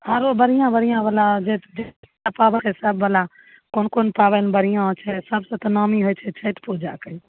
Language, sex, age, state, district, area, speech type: Maithili, female, 45-60, Bihar, Begusarai, rural, conversation